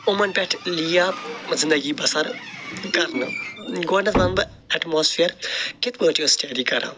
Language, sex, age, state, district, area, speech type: Kashmiri, male, 45-60, Jammu and Kashmir, Srinagar, urban, spontaneous